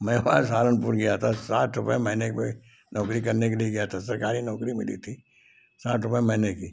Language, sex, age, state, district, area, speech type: Hindi, male, 60+, Madhya Pradesh, Gwalior, rural, spontaneous